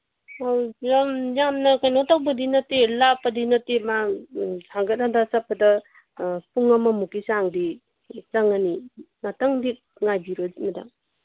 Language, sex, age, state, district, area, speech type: Manipuri, female, 45-60, Manipur, Kangpokpi, urban, conversation